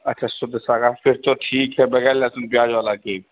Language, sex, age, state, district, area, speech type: Hindi, male, 45-60, Uttar Pradesh, Sitapur, rural, conversation